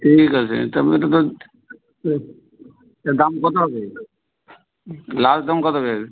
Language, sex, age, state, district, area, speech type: Bengali, male, 30-45, West Bengal, Howrah, urban, conversation